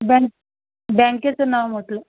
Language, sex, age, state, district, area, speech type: Marathi, female, 30-45, Maharashtra, Thane, urban, conversation